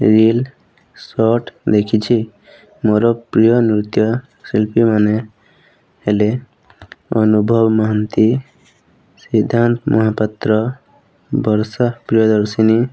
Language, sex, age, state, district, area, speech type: Odia, male, 18-30, Odisha, Boudh, rural, spontaneous